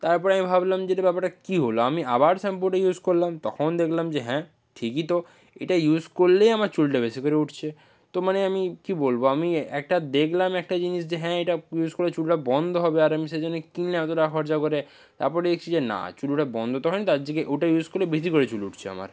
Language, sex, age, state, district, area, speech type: Bengali, male, 60+, West Bengal, Nadia, rural, spontaneous